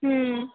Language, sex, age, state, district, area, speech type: Bengali, female, 18-30, West Bengal, Cooch Behar, rural, conversation